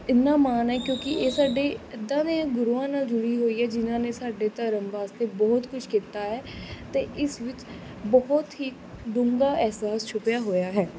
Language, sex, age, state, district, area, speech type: Punjabi, female, 18-30, Punjab, Kapurthala, urban, spontaneous